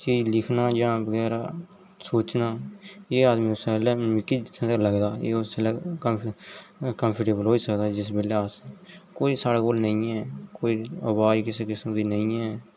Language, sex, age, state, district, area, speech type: Dogri, male, 18-30, Jammu and Kashmir, Jammu, rural, spontaneous